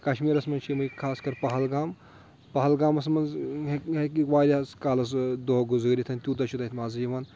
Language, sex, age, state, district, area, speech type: Kashmiri, male, 30-45, Jammu and Kashmir, Anantnag, rural, spontaneous